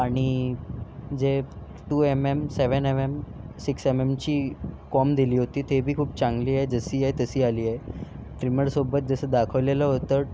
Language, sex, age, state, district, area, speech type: Marathi, male, 18-30, Maharashtra, Nagpur, urban, spontaneous